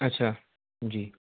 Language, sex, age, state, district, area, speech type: Urdu, male, 18-30, Uttar Pradesh, Rampur, urban, conversation